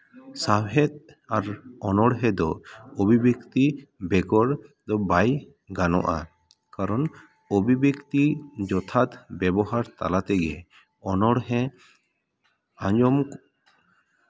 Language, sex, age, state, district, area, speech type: Santali, male, 30-45, West Bengal, Paschim Bardhaman, urban, spontaneous